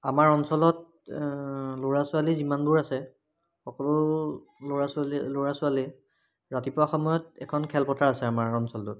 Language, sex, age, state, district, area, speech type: Assamese, male, 30-45, Assam, Biswanath, rural, spontaneous